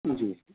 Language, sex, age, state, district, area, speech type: Maithili, male, 45-60, Bihar, Madhubani, rural, conversation